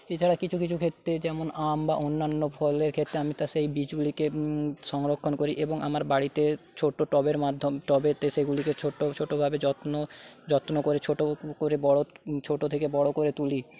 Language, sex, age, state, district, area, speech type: Bengali, male, 45-60, West Bengal, Paschim Medinipur, rural, spontaneous